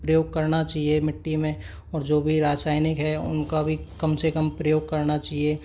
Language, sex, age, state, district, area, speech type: Hindi, male, 30-45, Rajasthan, Karauli, rural, spontaneous